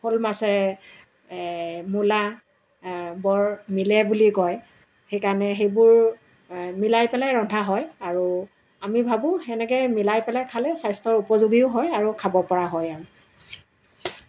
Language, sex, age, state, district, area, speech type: Assamese, female, 60+, Assam, Dibrugarh, rural, spontaneous